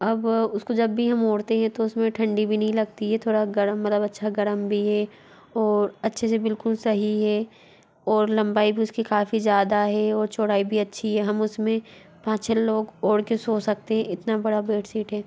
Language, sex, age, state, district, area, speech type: Hindi, female, 60+, Madhya Pradesh, Bhopal, urban, spontaneous